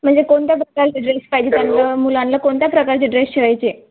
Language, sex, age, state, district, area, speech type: Marathi, female, 18-30, Maharashtra, Hingoli, urban, conversation